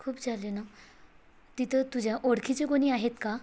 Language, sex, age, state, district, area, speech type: Marathi, female, 18-30, Maharashtra, Bhandara, rural, spontaneous